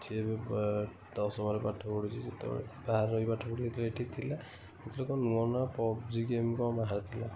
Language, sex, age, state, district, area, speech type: Odia, male, 60+, Odisha, Kendujhar, urban, spontaneous